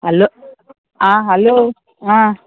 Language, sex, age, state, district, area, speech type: Goan Konkani, female, 45-60, Goa, Murmgao, rural, conversation